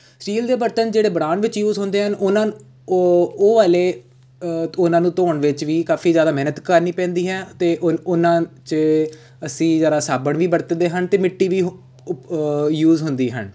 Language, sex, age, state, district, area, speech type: Punjabi, male, 18-30, Punjab, Jalandhar, urban, spontaneous